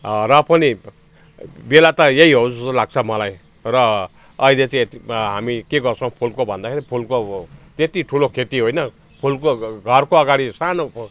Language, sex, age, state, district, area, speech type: Nepali, male, 60+, West Bengal, Jalpaiguri, urban, spontaneous